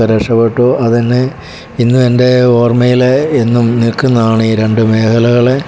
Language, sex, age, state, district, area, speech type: Malayalam, male, 60+, Kerala, Pathanamthitta, rural, spontaneous